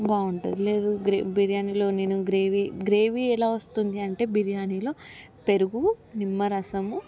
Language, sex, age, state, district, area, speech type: Telugu, female, 18-30, Telangana, Hyderabad, urban, spontaneous